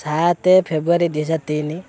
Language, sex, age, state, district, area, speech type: Odia, male, 18-30, Odisha, Kendrapara, urban, spontaneous